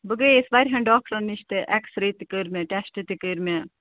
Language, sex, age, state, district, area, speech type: Kashmiri, female, 30-45, Jammu and Kashmir, Ganderbal, rural, conversation